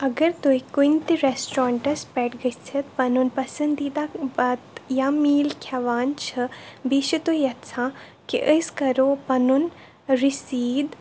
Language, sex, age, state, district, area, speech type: Kashmiri, female, 18-30, Jammu and Kashmir, Baramulla, rural, spontaneous